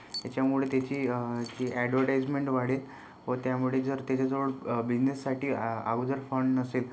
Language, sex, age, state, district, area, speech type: Marathi, male, 18-30, Maharashtra, Yavatmal, rural, spontaneous